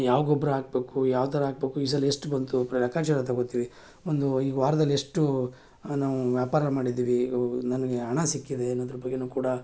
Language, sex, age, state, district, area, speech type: Kannada, male, 45-60, Karnataka, Mysore, urban, spontaneous